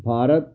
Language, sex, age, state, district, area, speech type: Punjabi, male, 60+, Punjab, Fazilka, rural, read